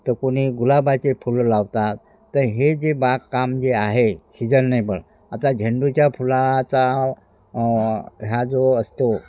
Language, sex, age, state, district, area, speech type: Marathi, male, 60+, Maharashtra, Wardha, rural, spontaneous